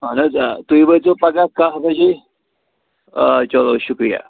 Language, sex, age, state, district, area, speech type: Kashmiri, male, 30-45, Jammu and Kashmir, Srinagar, urban, conversation